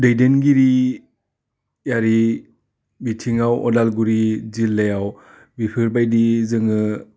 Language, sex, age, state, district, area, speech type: Bodo, male, 30-45, Assam, Udalguri, urban, spontaneous